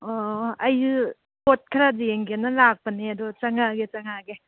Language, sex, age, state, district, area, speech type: Manipuri, female, 45-60, Manipur, Kangpokpi, urban, conversation